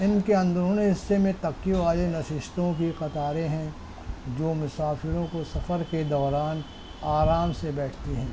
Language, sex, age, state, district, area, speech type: Urdu, male, 60+, Maharashtra, Nashik, urban, spontaneous